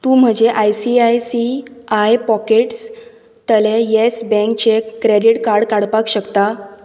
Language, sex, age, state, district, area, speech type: Goan Konkani, female, 18-30, Goa, Bardez, urban, read